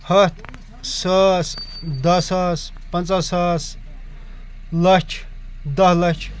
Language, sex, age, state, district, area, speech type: Kashmiri, male, 30-45, Jammu and Kashmir, Kupwara, rural, spontaneous